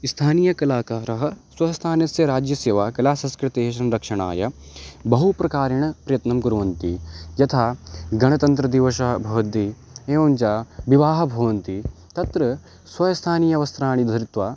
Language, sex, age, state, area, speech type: Sanskrit, male, 18-30, Uttarakhand, rural, spontaneous